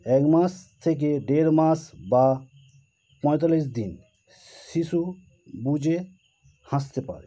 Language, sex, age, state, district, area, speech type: Bengali, male, 30-45, West Bengal, Howrah, urban, spontaneous